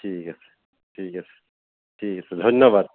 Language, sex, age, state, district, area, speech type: Assamese, male, 45-60, Assam, Tinsukia, urban, conversation